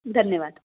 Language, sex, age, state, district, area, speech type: Marathi, female, 30-45, Maharashtra, Nagpur, rural, conversation